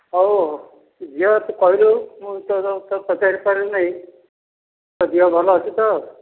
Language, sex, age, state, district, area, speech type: Odia, male, 60+, Odisha, Dhenkanal, rural, conversation